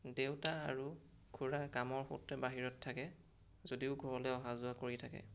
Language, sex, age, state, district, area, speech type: Assamese, male, 18-30, Assam, Sonitpur, rural, spontaneous